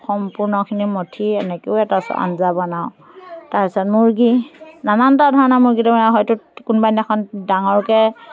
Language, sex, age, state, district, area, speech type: Assamese, female, 45-60, Assam, Biswanath, rural, spontaneous